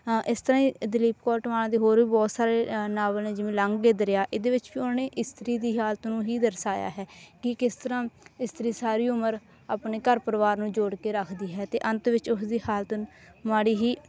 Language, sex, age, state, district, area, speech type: Punjabi, female, 18-30, Punjab, Bathinda, rural, spontaneous